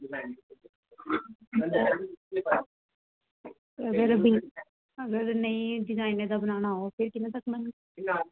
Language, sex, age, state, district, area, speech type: Dogri, female, 30-45, Jammu and Kashmir, Reasi, rural, conversation